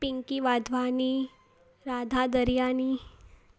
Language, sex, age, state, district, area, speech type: Sindhi, female, 18-30, Gujarat, Surat, urban, spontaneous